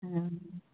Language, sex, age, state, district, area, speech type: Malayalam, female, 18-30, Kerala, Palakkad, rural, conversation